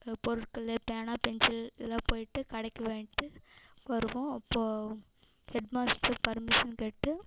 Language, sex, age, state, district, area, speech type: Tamil, female, 18-30, Tamil Nadu, Namakkal, rural, spontaneous